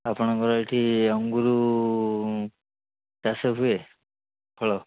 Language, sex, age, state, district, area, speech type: Odia, male, 30-45, Odisha, Ganjam, urban, conversation